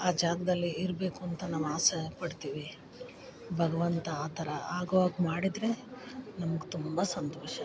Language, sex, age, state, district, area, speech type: Kannada, female, 45-60, Karnataka, Chikkamagaluru, rural, spontaneous